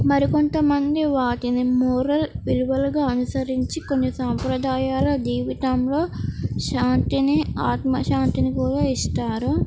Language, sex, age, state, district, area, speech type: Telugu, female, 18-30, Telangana, Komaram Bheem, urban, spontaneous